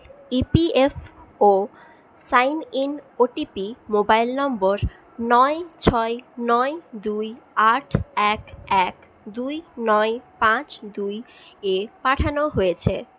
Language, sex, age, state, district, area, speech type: Bengali, female, 30-45, West Bengal, Purulia, rural, read